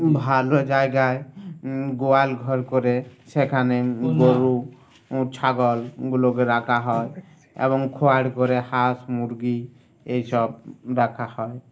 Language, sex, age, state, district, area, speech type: Bengali, male, 30-45, West Bengal, Uttar Dinajpur, urban, spontaneous